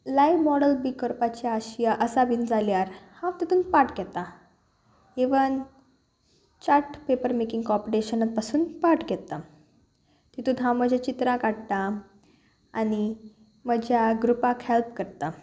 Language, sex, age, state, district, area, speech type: Goan Konkani, female, 18-30, Goa, Salcete, rural, spontaneous